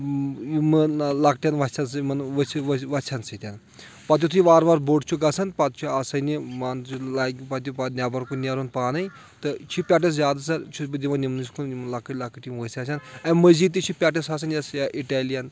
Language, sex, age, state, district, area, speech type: Kashmiri, male, 30-45, Jammu and Kashmir, Anantnag, rural, spontaneous